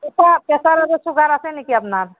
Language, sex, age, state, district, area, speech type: Assamese, female, 45-60, Assam, Barpeta, rural, conversation